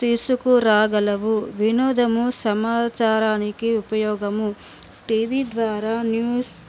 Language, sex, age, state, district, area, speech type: Telugu, female, 30-45, Telangana, Nizamabad, urban, spontaneous